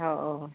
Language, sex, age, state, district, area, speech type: Marathi, female, 45-60, Maharashtra, Nagpur, urban, conversation